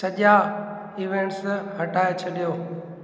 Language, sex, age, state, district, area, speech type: Sindhi, male, 30-45, Gujarat, Junagadh, urban, read